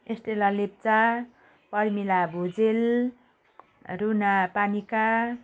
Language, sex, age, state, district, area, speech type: Nepali, female, 45-60, West Bengal, Jalpaiguri, rural, spontaneous